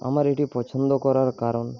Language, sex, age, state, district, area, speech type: Bengali, male, 18-30, West Bengal, Paschim Medinipur, rural, spontaneous